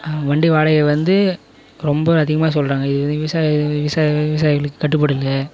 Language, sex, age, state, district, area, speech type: Tamil, male, 18-30, Tamil Nadu, Kallakurichi, rural, spontaneous